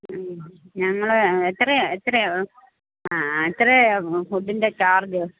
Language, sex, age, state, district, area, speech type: Malayalam, female, 45-60, Kerala, Pathanamthitta, rural, conversation